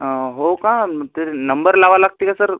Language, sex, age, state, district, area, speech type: Marathi, male, 18-30, Maharashtra, Washim, rural, conversation